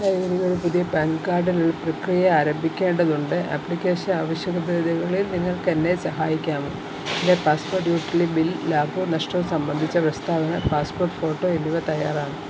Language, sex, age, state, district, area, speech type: Malayalam, female, 45-60, Kerala, Alappuzha, rural, read